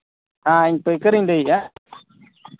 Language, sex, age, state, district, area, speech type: Santali, male, 18-30, Jharkhand, Seraikela Kharsawan, rural, conversation